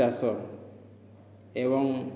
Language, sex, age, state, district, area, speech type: Odia, male, 30-45, Odisha, Boudh, rural, spontaneous